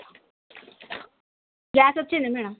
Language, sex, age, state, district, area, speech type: Telugu, female, 30-45, Telangana, Hanamkonda, rural, conversation